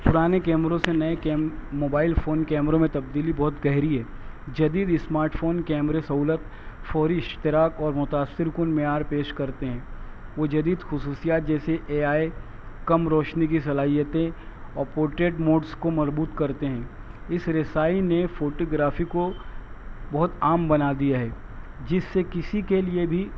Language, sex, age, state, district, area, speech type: Urdu, male, 45-60, Maharashtra, Nashik, urban, spontaneous